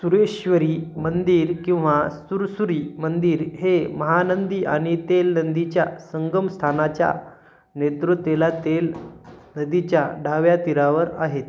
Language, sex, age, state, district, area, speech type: Marathi, male, 30-45, Maharashtra, Hingoli, urban, read